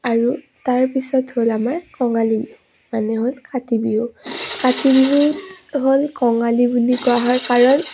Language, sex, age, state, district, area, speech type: Assamese, female, 18-30, Assam, Udalguri, rural, spontaneous